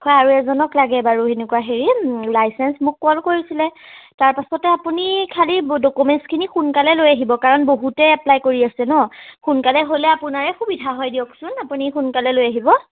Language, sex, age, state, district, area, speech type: Assamese, female, 18-30, Assam, Majuli, urban, conversation